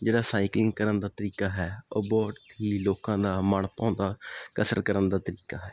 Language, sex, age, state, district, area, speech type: Punjabi, male, 18-30, Punjab, Muktsar, rural, spontaneous